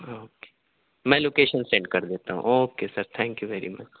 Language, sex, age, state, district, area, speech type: Urdu, male, 18-30, Delhi, South Delhi, urban, conversation